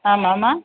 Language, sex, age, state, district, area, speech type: Tamil, female, 45-60, Tamil Nadu, Tiruvannamalai, urban, conversation